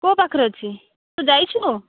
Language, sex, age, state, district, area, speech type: Odia, female, 18-30, Odisha, Nabarangpur, urban, conversation